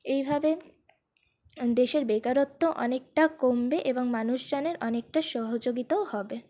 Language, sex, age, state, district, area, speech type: Bengali, female, 18-30, West Bengal, Paschim Bardhaman, urban, spontaneous